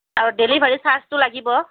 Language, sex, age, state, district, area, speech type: Assamese, female, 18-30, Assam, Kamrup Metropolitan, urban, conversation